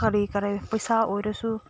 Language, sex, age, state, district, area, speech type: Manipuri, female, 30-45, Manipur, Senapati, urban, spontaneous